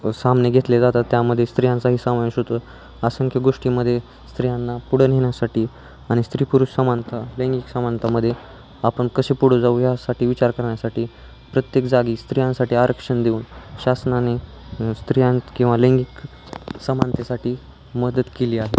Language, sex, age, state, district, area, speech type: Marathi, male, 18-30, Maharashtra, Osmanabad, rural, spontaneous